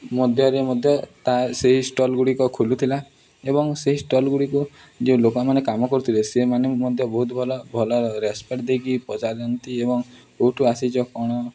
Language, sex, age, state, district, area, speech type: Odia, male, 18-30, Odisha, Nuapada, urban, spontaneous